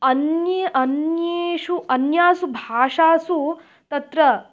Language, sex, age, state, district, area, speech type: Sanskrit, female, 18-30, Karnataka, Uttara Kannada, rural, spontaneous